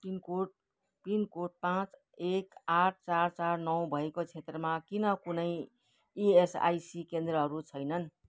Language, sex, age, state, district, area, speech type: Nepali, female, 60+, West Bengal, Kalimpong, rural, read